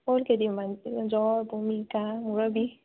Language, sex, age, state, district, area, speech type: Assamese, female, 45-60, Assam, Biswanath, rural, conversation